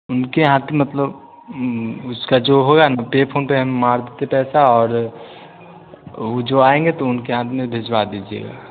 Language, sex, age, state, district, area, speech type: Hindi, male, 18-30, Bihar, Vaishali, rural, conversation